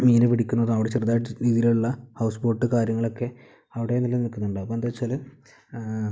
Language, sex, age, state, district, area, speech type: Malayalam, male, 18-30, Kerala, Malappuram, rural, spontaneous